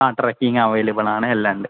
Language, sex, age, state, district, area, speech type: Malayalam, male, 18-30, Kerala, Kozhikode, urban, conversation